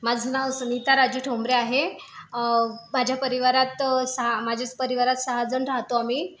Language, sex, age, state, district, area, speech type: Marathi, female, 30-45, Maharashtra, Buldhana, urban, spontaneous